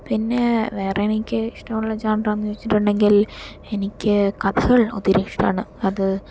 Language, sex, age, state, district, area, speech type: Malayalam, female, 18-30, Kerala, Palakkad, urban, spontaneous